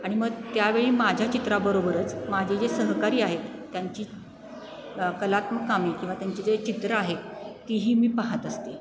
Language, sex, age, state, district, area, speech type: Marathi, female, 45-60, Maharashtra, Satara, urban, spontaneous